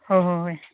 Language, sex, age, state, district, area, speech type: Manipuri, female, 18-30, Manipur, Chandel, rural, conversation